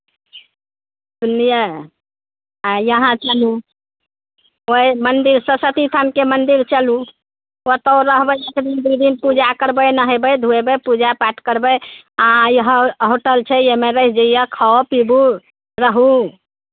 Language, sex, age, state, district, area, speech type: Maithili, female, 60+, Bihar, Madhepura, rural, conversation